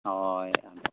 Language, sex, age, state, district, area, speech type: Santali, male, 30-45, Odisha, Mayurbhanj, rural, conversation